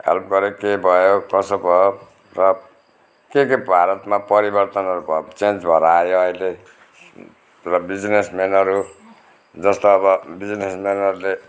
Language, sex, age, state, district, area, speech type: Nepali, male, 60+, West Bengal, Darjeeling, rural, spontaneous